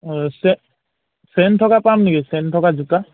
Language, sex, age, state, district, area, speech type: Assamese, male, 30-45, Assam, Charaideo, urban, conversation